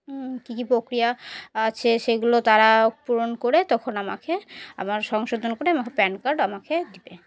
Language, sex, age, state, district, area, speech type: Bengali, female, 18-30, West Bengal, Murshidabad, urban, spontaneous